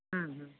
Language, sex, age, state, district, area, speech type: Sanskrit, male, 18-30, Karnataka, Chikkamagaluru, urban, conversation